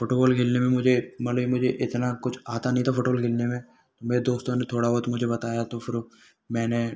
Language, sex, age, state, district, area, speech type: Hindi, male, 18-30, Rajasthan, Bharatpur, urban, spontaneous